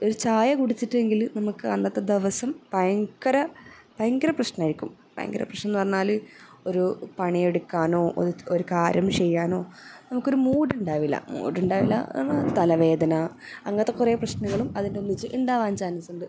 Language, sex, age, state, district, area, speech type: Malayalam, female, 18-30, Kerala, Kasaragod, rural, spontaneous